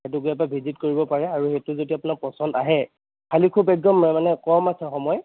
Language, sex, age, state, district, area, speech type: Assamese, male, 30-45, Assam, Kamrup Metropolitan, urban, conversation